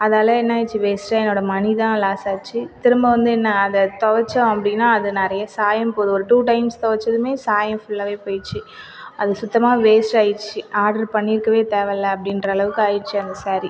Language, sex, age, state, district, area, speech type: Tamil, female, 45-60, Tamil Nadu, Cuddalore, rural, spontaneous